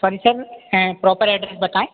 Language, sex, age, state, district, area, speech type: Hindi, male, 30-45, Madhya Pradesh, Hoshangabad, rural, conversation